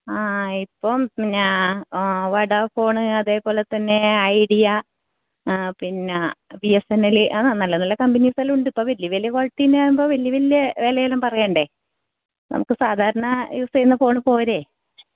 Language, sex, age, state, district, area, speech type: Malayalam, female, 45-60, Kerala, Kasaragod, rural, conversation